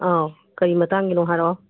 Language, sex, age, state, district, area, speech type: Manipuri, female, 45-60, Manipur, Tengnoupal, urban, conversation